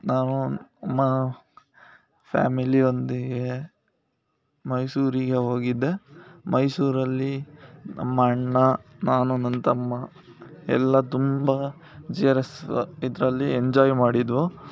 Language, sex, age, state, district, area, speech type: Kannada, male, 18-30, Karnataka, Chikkamagaluru, rural, spontaneous